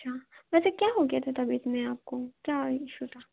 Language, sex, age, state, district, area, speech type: Hindi, female, 18-30, Madhya Pradesh, Chhindwara, urban, conversation